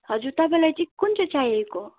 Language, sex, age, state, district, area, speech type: Nepali, female, 18-30, West Bengal, Jalpaiguri, urban, conversation